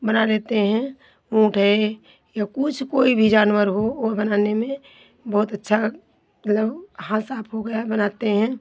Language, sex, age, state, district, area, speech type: Hindi, female, 45-60, Uttar Pradesh, Hardoi, rural, spontaneous